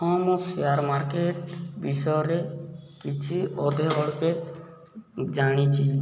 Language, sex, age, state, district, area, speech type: Odia, male, 18-30, Odisha, Subarnapur, urban, spontaneous